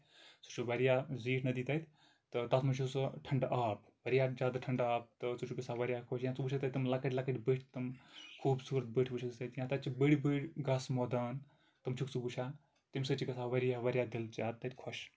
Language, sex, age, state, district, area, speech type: Kashmiri, male, 30-45, Jammu and Kashmir, Kupwara, rural, spontaneous